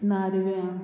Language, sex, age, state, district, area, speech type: Goan Konkani, female, 45-60, Goa, Murmgao, rural, spontaneous